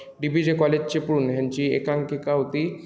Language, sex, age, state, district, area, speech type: Marathi, male, 18-30, Maharashtra, Sindhudurg, rural, spontaneous